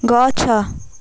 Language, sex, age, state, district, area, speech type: Odia, female, 18-30, Odisha, Kalahandi, rural, read